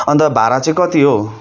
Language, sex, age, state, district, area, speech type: Nepali, male, 30-45, West Bengal, Darjeeling, rural, spontaneous